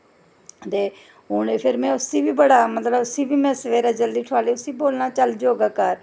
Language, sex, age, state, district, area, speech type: Dogri, female, 30-45, Jammu and Kashmir, Jammu, rural, spontaneous